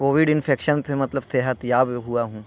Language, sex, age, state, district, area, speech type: Urdu, male, 18-30, Bihar, Gaya, urban, spontaneous